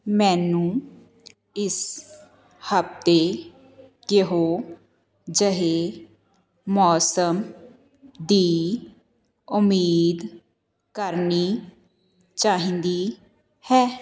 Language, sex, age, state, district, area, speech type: Punjabi, female, 30-45, Punjab, Patiala, rural, read